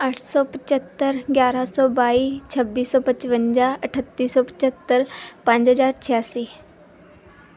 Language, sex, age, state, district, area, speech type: Punjabi, female, 18-30, Punjab, Mansa, urban, spontaneous